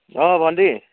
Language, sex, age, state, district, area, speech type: Assamese, male, 18-30, Assam, Dhemaji, urban, conversation